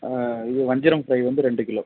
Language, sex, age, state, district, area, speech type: Tamil, male, 30-45, Tamil Nadu, Viluppuram, rural, conversation